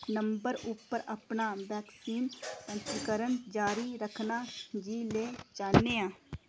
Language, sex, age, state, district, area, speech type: Dogri, female, 30-45, Jammu and Kashmir, Udhampur, rural, read